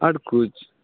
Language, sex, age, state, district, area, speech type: Maithili, male, 18-30, Bihar, Samastipur, rural, conversation